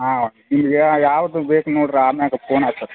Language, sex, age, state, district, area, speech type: Kannada, male, 45-60, Karnataka, Belgaum, rural, conversation